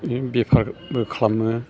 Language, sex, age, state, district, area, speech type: Bodo, male, 60+, Assam, Chirang, rural, spontaneous